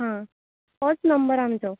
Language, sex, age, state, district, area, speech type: Goan Konkani, female, 30-45, Goa, Quepem, rural, conversation